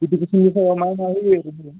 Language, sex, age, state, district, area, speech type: Bodo, male, 18-30, Assam, Udalguri, rural, conversation